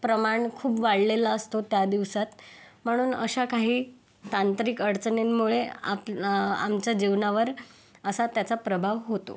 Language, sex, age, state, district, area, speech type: Marathi, female, 18-30, Maharashtra, Yavatmal, urban, spontaneous